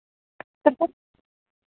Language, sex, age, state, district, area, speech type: Dogri, female, 18-30, Jammu and Kashmir, Jammu, urban, conversation